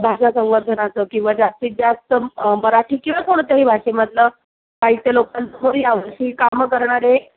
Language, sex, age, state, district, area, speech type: Marathi, female, 30-45, Maharashtra, Sindhudurg, rural, conversation